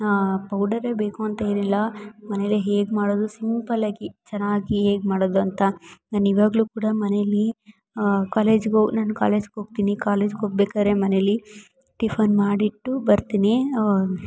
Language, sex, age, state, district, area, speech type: Kannada, female, 18-30, Karnataka, Mysore, urban, spontaneous